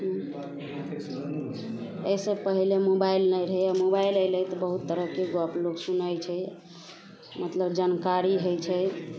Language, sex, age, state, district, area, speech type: Maithili, female, 18-30, Bihar, Araria, rural, spontaneous